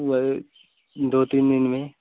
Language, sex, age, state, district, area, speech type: Hindi, male, 30-45, Uttar Pradesh, Mau, rural, conversation